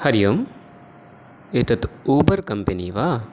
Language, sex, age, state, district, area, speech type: Sanskrit, male, 30-45, Karnataka, Dakshina Kannada, rural, spontaneous